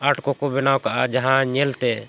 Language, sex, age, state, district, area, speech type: Santali, male, 45-60, Jharkhand, Bokaro, rural, spontaneous